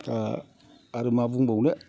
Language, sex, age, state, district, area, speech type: Bodo, male, 45-60, Assam, Kokrajhar, rural, spontaneous